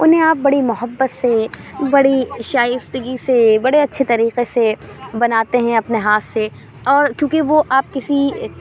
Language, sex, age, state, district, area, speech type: Urdu, female, 30-45, Uttar Pradesh, Aligarh, urban, spontaneous